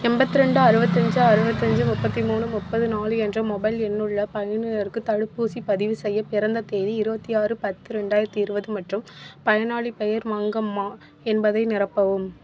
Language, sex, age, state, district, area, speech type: Tamil, female, 18-30, Tamil Nadu, Nagapattinam, rural, read